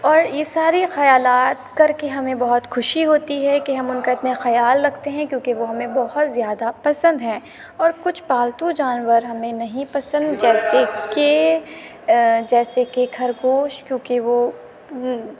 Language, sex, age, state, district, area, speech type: Urdu, female, 18-30, Uttar Pradesh, Aligarh, urban, spontaneous